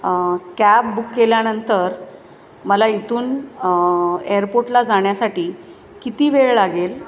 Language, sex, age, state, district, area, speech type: Marathi, female, 30-45, Maharashtra, Thane, urban, spontaneous